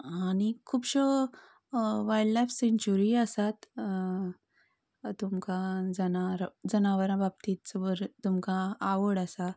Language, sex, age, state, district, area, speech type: Goan Konkani, female, 30-45, Goa, Canacona, rural, spontaneous